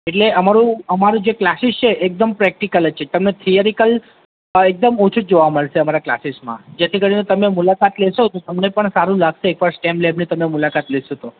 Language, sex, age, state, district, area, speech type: Gujarati, male, 18-30, Gujarat, Ahmedabad, urban, conversation